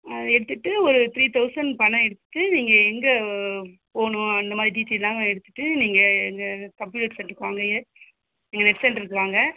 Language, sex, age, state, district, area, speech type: Tamil, female, 45-60, Tamil Nadu, Sivaganga, rural, conversation